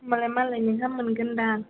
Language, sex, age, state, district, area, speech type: Bodo, female, 18-30, Assam, Chirang, rural, conversation